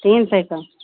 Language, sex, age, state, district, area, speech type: Hindi, female, 60+, Uttar Pradesh, Lucknow, rural, conversation